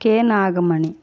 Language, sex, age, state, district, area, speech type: Telugu, female, 60+, Andhra Pradesh, East Godavari, rural, spontaneous